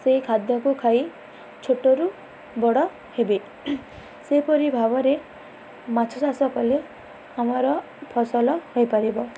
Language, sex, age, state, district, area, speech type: Odia, female, 18-30, Odisha, Balangir, urban, spontaneous